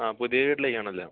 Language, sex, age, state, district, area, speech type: Malayalam, male, 18-30, Kerala, Thrissur, rural, conversation